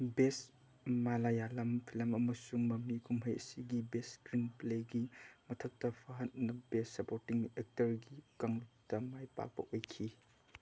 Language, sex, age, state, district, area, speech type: Manipuri, male, 18-30, Manipur, Chandel, rural, read